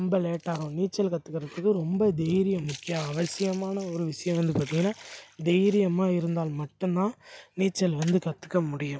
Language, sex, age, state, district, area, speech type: Tamil, male, 18-30, Tamil Nadu, Tiruchirappalli, rural, spontaneous